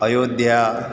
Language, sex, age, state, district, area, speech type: Gujarati, male, 30-45, Gujarat, Morbi, urban, spontaneous